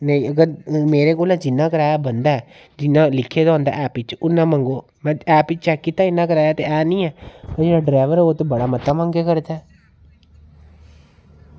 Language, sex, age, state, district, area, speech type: Dogri, male, 30-45, Jammu and Kashmir, Reasi, rural, spontaneous